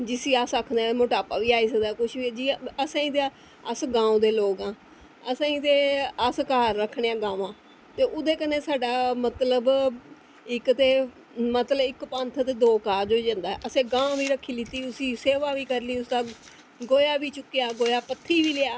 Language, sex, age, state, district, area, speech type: Dogri, female, 45-60, Jammu and Kashmir, Jammu, urban, spontaneous